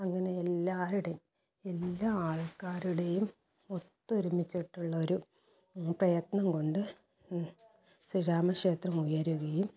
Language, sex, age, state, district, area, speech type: Malayalam, female, 45-60, Kerala, Kasaragod, rural, spontaneous